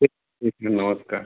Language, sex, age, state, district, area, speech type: Hindi, male, 45-60, Uttar Pradesh, Mau, urban, conversation